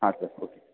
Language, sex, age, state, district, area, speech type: Kannada, male, 30-45, Karnataka, Belgaum, rural, conversation